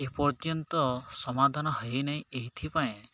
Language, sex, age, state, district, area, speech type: Odia, male, 18-30, Odisha, Koraput, urban, spontaneous